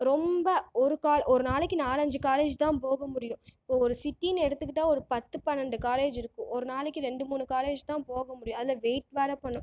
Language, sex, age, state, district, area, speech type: Tamil, female, 18-30, Tamil Nadu, Tiruchirappalli, rural, spontaneous